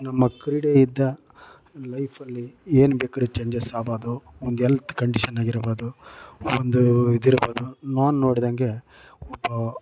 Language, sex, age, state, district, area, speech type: Kannada, male, 45-60, Karnataka, Chitradurga, rural, spontaneous